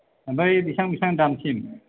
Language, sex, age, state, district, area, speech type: Bodo, male, 30-45, Assam, Chirang, rural, conversation